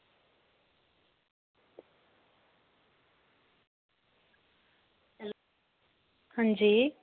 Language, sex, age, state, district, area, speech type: Dogri, female, 30-45, Jammu and Kashmir, Samba, rural, conversation